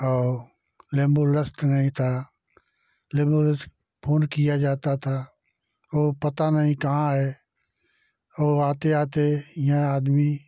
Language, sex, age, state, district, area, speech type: Hindi, male, 60+, Uttar Pradesh, Jaunpur, rural, spontaneous